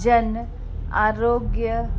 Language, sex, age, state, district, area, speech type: Sindhi, female, 30-45, Uttar Pradesh, Lucknow, urban, read